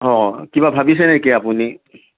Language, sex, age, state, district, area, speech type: Assamese, male, 60+, Assam, Sonitpur, urban, conversation